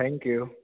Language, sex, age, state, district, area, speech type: Gujarati, male, 30-45, Gujarat, Mehsana, rural, conversation